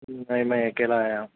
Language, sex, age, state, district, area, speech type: Urdu, male, 30-45, Telangana, Hyderabad, urban, conversation